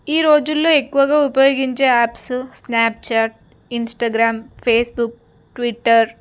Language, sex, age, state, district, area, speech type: Telugu, female, 18-30, Telangana, Narayanpet, rural, spontaneous